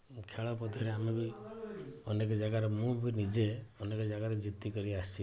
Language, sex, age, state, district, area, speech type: Odia, male, 45-60, Odisha, Balasore, rural, spontaneous